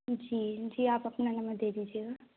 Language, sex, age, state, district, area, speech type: Hindi, female, 18-30, Madhya Pradesh, Katni, urban, conversation